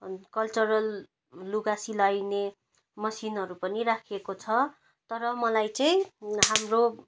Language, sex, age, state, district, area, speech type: Nepali, female, 30-45, West Bengal, Jalpaiguri, urban, spontaneous